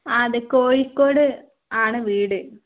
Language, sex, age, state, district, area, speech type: Malayalam, female, 45-60, Kerala, Kozhikode, urban, conversation